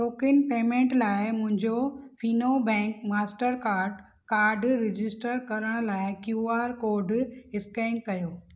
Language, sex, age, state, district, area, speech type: Sindhi, female, 45-60, Maharashtra, Thane, urban, read